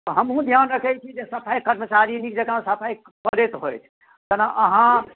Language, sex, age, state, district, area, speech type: Maithili, male, 60+, Bihar, Madhubani, urban, conversation